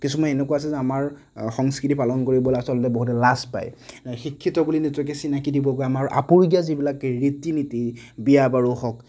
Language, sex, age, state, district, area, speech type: Assamese, male, 60+, Assam, Nagaon, rural, spontaneous